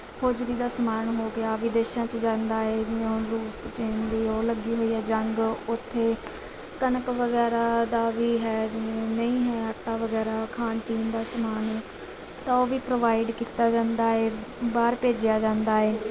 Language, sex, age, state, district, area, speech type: Punjabi, female, 30-45, Punjab, Mansa, urban, spontaneous